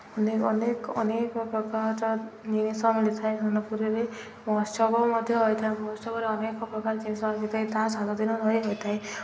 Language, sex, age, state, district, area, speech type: Odia, female, 18-30, Odisha, Subarnapur, urban, spontaneous